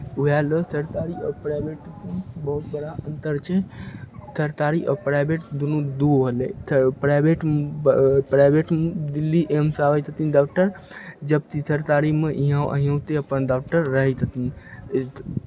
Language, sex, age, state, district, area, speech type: Maithili, male, 18-30, Bihar, Begusarai, rural, spontaneous